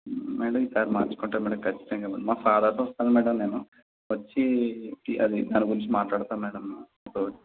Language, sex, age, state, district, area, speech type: Telugu, male, 30-45, Andhra Pradesh, Konaseema, urban, conversation